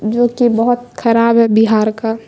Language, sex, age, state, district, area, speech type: Urdu, female, 18-30, Bihar, Supaul, rural, spontaneous